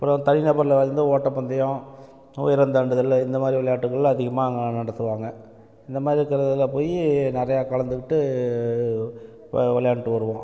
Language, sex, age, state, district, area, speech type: Tamil, male, 45-60, Tamil Nadu, Namakkal, rural, spontaneous